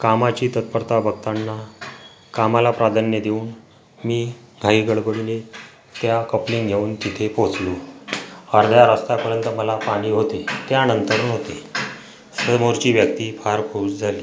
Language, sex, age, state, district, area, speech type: Marathi, male, 45-60, Maharashtra, Akola, rural, spontaneous